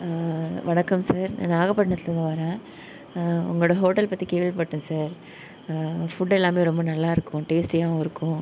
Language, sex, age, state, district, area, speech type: Tamil, female, 18-30, Tamil Nadu, Nagapattinam, rural, spontaneous